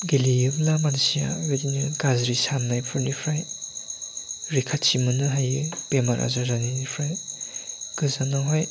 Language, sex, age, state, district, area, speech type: Bodo, male, 30-45, Assam, Chirang, rural, spontaneous